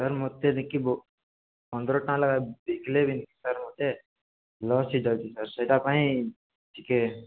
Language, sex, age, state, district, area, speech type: Odia, male, 18-30, Odisha, Koraput, urban, conversation